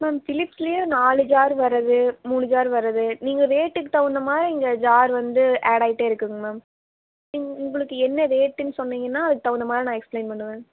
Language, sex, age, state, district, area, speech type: Tamil, female, 18-30, Tamil Nadu, Erode, rural, conversation